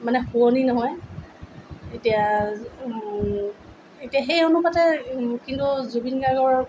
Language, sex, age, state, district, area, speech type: Assamese, female, 45-60, Assam, Tinsukia, rural, spontaneous